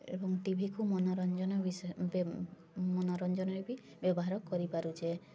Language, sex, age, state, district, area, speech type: Odia, female, 18-30, Odisha, Mayurbhanj, rural, spontaneous